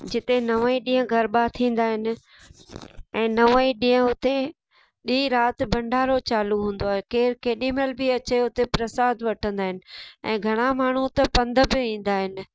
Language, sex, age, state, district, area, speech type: Sindhi, female, 60+, Gujarat, Kutch, urban, spontaneous